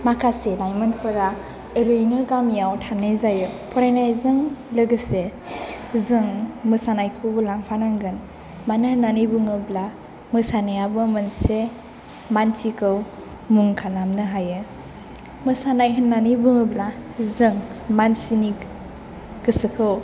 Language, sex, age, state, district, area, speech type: Bodo, female, 18-30, Assam, Chirang, urban, spontaneous